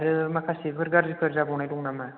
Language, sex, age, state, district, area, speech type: Bodo, male, 18-30, Assam, Chirang, rural, conversation